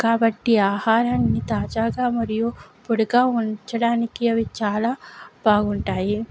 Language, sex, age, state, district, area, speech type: Telugu, female, 60+, Andhra Pradesh, Kakinada, rural, spontaneous